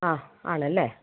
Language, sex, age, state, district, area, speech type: Malayalam, female, 30-45, Kerala, Malappuram, rural, conversation